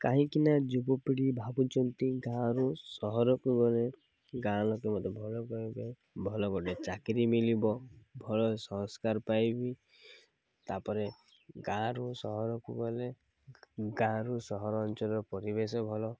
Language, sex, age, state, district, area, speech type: Odia, male, 18-30, Odisha, Malkangiri, urban, spontaneous